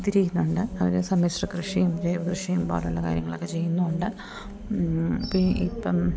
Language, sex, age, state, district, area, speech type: Malayalam, female, 30-45, Kerala, Idukki, rural, spontaneous